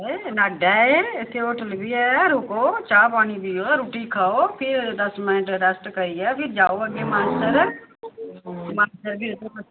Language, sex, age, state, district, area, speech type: Dogri, female, 30-45, Jammu and Kashmir, Samba, rural, conversation